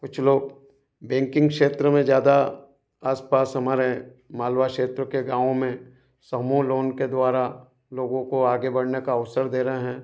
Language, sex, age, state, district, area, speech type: Hindi, male, 45-60, Madhya Pradesh, Ujjain, urban, spontaneous